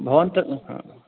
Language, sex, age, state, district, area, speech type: Sanskrit, male, 60+, Uttar Pradesh, Ayodhya, urban, conversation